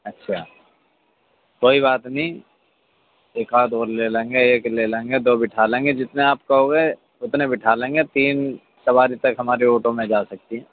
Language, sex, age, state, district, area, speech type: Urdu, male, 18-30, Delhi, East Delhi, urban, conversation